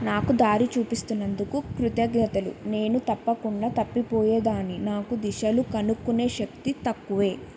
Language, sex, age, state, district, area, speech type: Telugu, female, 18-30, Telangana, Yadadri Bhuvanagiri, urban, read